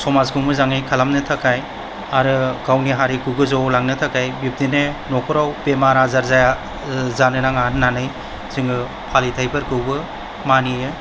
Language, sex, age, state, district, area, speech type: Bodo, male, 45-60, Assam, Kokrajhar, rural, spontaneous